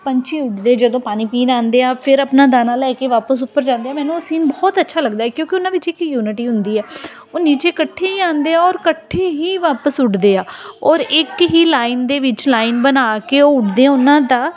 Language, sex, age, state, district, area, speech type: Punjabi, female, 30-45, Punjab, Ludhiana, urban, spontaneous